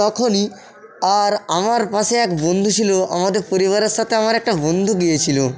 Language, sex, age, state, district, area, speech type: Bengali, male, 45-60, West Bengal, South 24 Parganas, rural, spontaneous